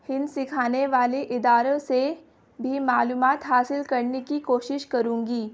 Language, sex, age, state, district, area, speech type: Urdu, female, 18-30, Bihar, Gaya, rural, spontaneous